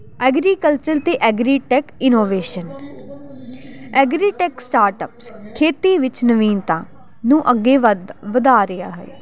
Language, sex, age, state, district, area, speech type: Punjabi, female, 18-30, Punjab, Jalandhar, urban, spontaneous